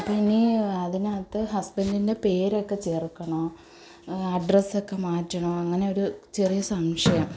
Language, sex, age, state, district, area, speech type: Malayalam, female, 18-30, Kerala, Kollam, urban, spontaneous